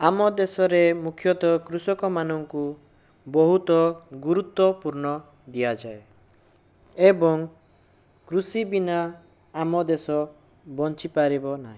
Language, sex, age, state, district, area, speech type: Odia, male, 45-60, Odisha, Bhadrak, rural, spontaneous